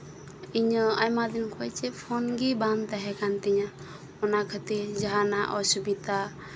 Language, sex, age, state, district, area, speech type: Santali, female, 18-30, West Bengal, Birbhum, rural, spontaneous